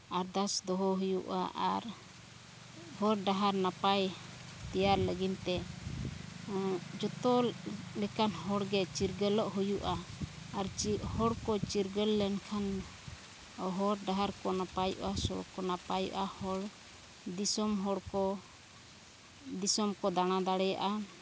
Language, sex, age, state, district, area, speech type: Santali, female, 45-60, Jharkhand, East Singhbhum, rural, spontaneous